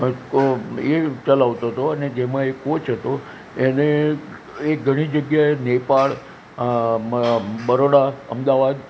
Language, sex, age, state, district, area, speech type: Gujarati, male, 60+, Gujarat, Narmada, urban, spontaneous